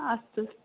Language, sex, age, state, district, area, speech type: Sanskrit, female, 18-30, Assam, Biswanath, rural, conversation